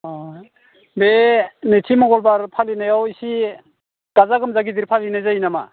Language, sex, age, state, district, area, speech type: Bodo, male, 60+, Assam, Baksa, urban, conversation